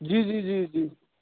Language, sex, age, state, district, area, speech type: Urdu, male, 45-60, Delhi, Central Delhi, urban, conversation